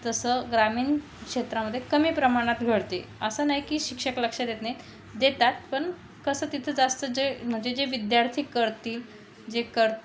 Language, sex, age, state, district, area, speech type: Marathi, female, 30-45, Maharashtra, Thane, urban, spontaneous